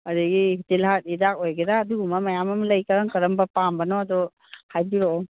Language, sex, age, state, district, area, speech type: Manipuri, female, 60+, Manipur, Imphal East, rural, conversation